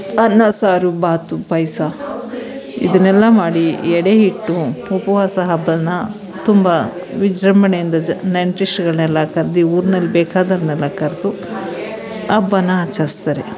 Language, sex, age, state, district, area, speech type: Kannada, female, 45-60, Karnataka, Mandya, urban, spontaneous